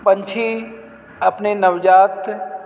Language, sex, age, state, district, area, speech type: Punjabi, male, 45-60, Punjab, Jalandhar, urban, spontaneous